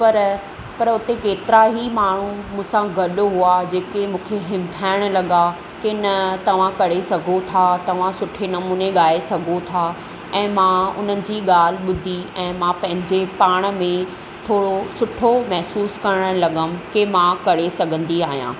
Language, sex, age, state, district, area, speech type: Sindhi, female, 30-45, Maharashtra, Thane, urban, spontaneous